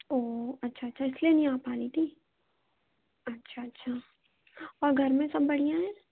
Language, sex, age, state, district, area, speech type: Hindi, female, 18-30, Madhya Pradesh, Chhindwara, urban, conversation